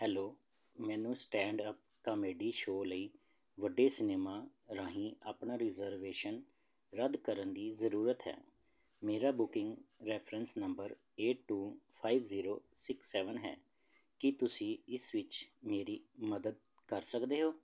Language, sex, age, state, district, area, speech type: Punjabi, male, 30-45, Punjab, Jalandhar, urban, read